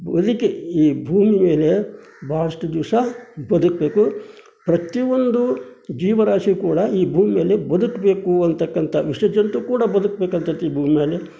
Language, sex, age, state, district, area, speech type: Kannada, male, 60+, Karnataka, Koppal, rural, spontaneous